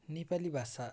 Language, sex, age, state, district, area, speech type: Nepali, male, 18-30, West Bengal, Darjeeling, rural, spontaneous